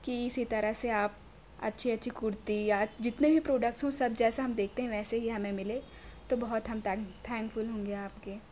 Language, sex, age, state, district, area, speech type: Urdu, female, 18-30, Telangana, Hyderabad, urban, spontaneous